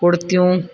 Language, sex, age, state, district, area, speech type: Sindhi, female, 60+, Gujarat, Junagadh, rural, spontaneous